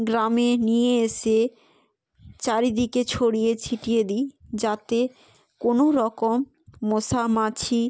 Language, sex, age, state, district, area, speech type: Bengali, female, 30-45, West Bengal, Hooghly, urban, spontaneous